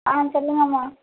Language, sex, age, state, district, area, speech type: Tamil, female, 18-30, Tamil Nadu, Thoothukudi, rural, conversation